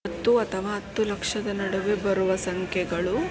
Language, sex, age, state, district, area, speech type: Kannada, female, 18-30, Karnataka, Davanagere, rural, spontaneous